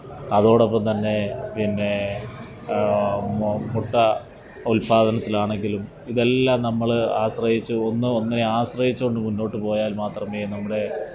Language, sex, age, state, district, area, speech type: Malayalam, male, 45-60, Kerala, Alappuzha, urban, spontaneous